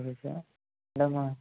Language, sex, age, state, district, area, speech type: Telugu, male, 18-30, Telangana, Ranga Reddy, urban, conversation